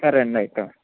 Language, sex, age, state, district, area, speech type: Telugu, male, 18-30, Andhra Pradesh, Konaseema, rural, conversation